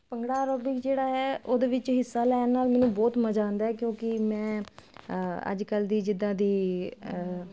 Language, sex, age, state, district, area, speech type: Punjabi, female, 30-45, Punjab, Kapurthala, urban, spontaneous